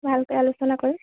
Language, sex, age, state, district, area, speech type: Assamese, female, 18-30, Assam, Jorhat, urban, conversation